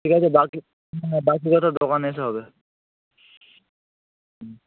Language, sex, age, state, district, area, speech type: Bengali, male, 45-60, West Bengal, Purba Medinipur, rural, conversation